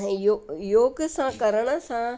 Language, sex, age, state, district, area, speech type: Sindhi, female, 60+, Rajasthan, Ajmer, urban, spontaneous